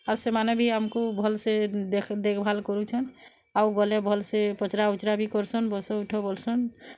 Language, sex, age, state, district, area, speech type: Odia, female, 30-45, Odisha, Bargarh, urban, spontaneous